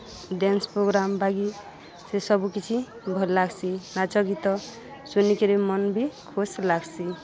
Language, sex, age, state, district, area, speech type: Odia, female, 45-60, Odisha, Balangir, urban, spontaneous